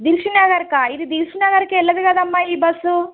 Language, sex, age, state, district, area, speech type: Telugu, female, 30-45, Telangana, Suryapet, urban, conversation